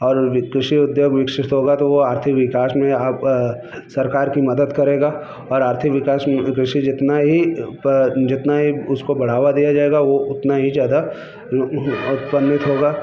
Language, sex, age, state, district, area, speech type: Hindi, male, 30-45, Uttar Pradesh, Mirzapur, urban, spontaneous